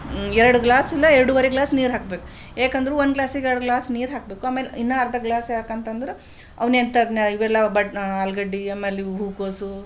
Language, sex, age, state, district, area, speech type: Kannada, female, 45-60, Karnataka, Bidar, urban, spontaneous